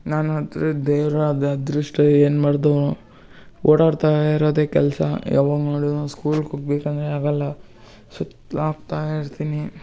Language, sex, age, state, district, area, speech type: Kannada, male, 18-30, Karnataka, Kolar, rural, spontaneous